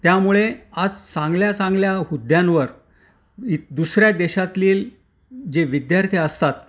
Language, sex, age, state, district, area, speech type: Marathi, male, 60+, Maharashtra, Nashik, urban, spontaneous